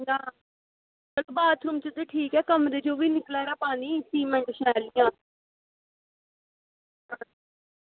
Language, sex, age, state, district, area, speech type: Dogri, female, 18-30, Jammu and Kashmir, Samba, rural, conversation